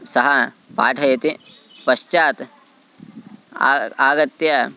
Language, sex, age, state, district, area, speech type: Sanskrit, male, 18-30, Karnataka, Haveri, rural, spontaneous